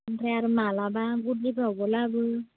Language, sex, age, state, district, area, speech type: Bodo, male, 18-30, Assam, Udalguri, rural, conversation